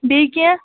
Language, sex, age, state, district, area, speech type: Kashmiri, female, 18-30, Jammu and Kashmir, Kulgam, rural, conversation